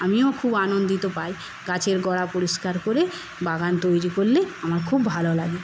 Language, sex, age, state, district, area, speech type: Bengali, female, 60+, West Bengal, Paschim Medinipur, rural, spontaneous